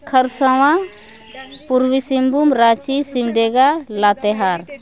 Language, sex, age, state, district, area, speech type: Santali, female, 30-45, Jharkhand, East Singhbhum, rural, spontaneous